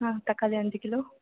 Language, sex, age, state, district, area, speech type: Tamil, female, 18-30, Tamil Nadu, Perambalur, rural, conversation